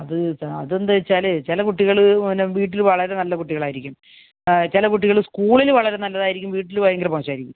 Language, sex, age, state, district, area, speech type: Malayalam, female, 60+, Kerala, Kasaragod, urban, conversation